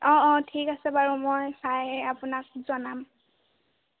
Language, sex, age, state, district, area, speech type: Assamese, female, 30-45, Assam, Charaideo, urban, conversation